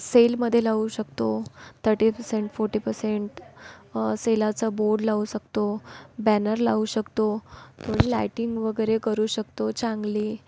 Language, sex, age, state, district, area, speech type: Marathi, female, 18-30, Maharashtra, Nagpur, urban, spontaneous